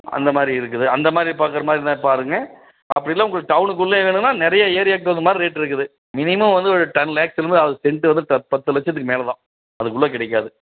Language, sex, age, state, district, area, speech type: Tamil, male, 45-60, Tamil Nadu, Dharmapuri, urban, conversation